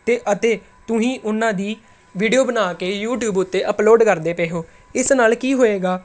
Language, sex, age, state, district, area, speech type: Punjabi, female, 18-30, Punjab, Tarn Taran, urban, spontaneous